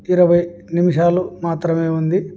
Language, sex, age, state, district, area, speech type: Telugu, male, 18-30, Andhra Pradesh, Kurnool, urban, spontaneous